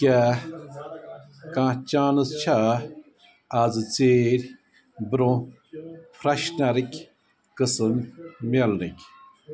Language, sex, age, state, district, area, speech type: Kashmiri, male, 45-60, Jammu and Kashmir, Bandipora, rural, read